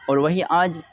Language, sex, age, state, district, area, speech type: Urdu, male, 18-30, Uttar Pradesh, Ghaziabad, urban, spontaneous